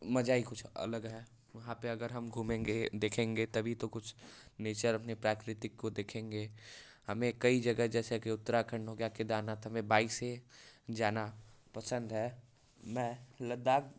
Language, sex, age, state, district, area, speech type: Hindi, male, 18-30, Uttar Pradesh, Varanasi, rural, spontaneous